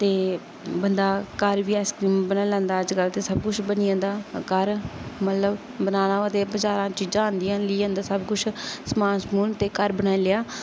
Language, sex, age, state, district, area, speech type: Dogri, female, 18-30, Jammu and Kashmir, Samba, rural, spontaneous